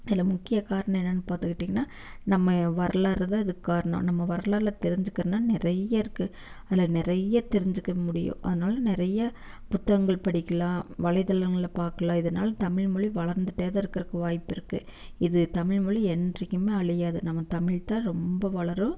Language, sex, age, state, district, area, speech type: Tamil, female, 30-45, Tamil Nadu, Erode, rural, spontaneous